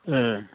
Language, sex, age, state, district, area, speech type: Bodo, male, 60+, Assam, Chirang, rural, conversation